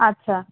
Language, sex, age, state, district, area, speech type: Bengali, female, 18-30, West Bengal, Kolkata, urban, conversation